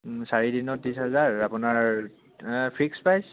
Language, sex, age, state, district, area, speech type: Assamese, male, 18-30, Assam, Sivasagar, urban, conversation